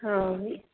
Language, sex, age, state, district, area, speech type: Kannada, female, 30-45, Karnataka, Mysore, urban, conversation